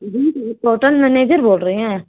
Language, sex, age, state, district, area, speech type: Urdu, female, 30-45, Bihar, Gaya, urban, conversation